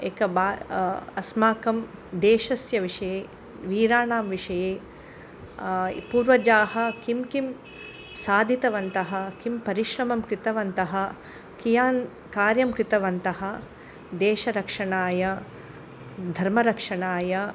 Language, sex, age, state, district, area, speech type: Sanskrit, female, 45-60, Karnataka, Udupi, urban, spontaneous